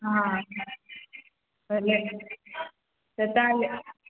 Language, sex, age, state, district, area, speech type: Sindhi, female, 18-30, Gujarat, Junagadh, urban, conversation